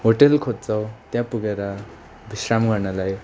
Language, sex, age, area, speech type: Nepali, male, 18-30, rural, spontaneous